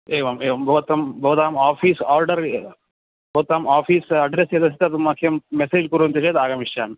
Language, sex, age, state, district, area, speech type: Sanskrit, male, 18-30, Karnataka, Uttara Kannada, rural, conversation